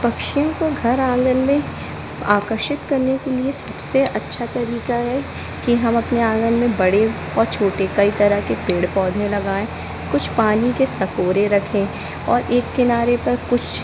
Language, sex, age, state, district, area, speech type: Hindi, female, 18-30, Madhya Pradesh, Jabalpur, urban, spontaneous